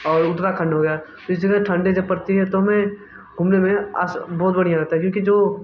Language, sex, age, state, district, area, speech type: Hindi, male, 18-30, Uttar Pradesh, Mirzapur, urban, spontaneous